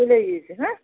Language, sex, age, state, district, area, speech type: Kashmiri, female, 30-45, Jammu and Kashmir, Bandipora, rural, conversation